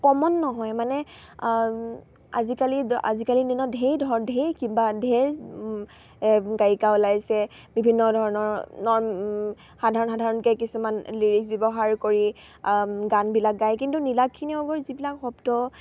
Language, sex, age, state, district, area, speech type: Assamese, female, 18-30, Assam, Dibrugarh, rural, spontaneous